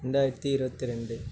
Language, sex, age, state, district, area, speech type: Tamil, male, 18-30, Tamil Nadu, Nagapattinam, rural, spontaneous